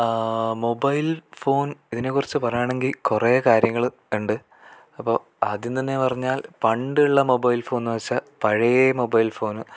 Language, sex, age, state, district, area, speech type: Malayalam, male, 18-30, Kerala, Kasaragod, rural, spontaneous